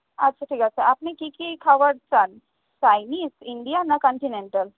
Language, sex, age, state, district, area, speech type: Bengali, female, 18-30, West Bengal, South 24 Parganas, urban, conversation